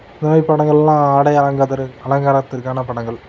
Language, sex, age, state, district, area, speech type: Tamil, male, 30-45, Tamil Nadu, Tiruppur, rural, spontaneous